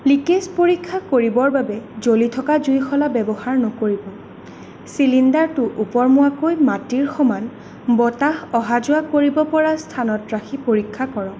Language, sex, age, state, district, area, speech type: Assamese, female, 18-30, Assam, Sonitpur, urban, spontaneous